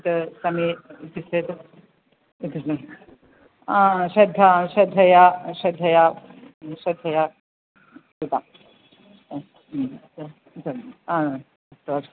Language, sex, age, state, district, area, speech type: Sanskrit, female, 45-60, Kerala, Ernakulam, urban, conversation